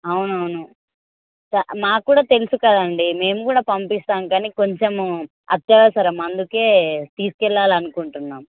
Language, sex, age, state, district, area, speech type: Telugu, female, 18-30, Telangana, Hyderabad, rural, conversation